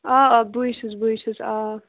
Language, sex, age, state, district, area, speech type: Kashmiri, female, 18-30, Jammu and Kashmir, Kupwara, rural, conversation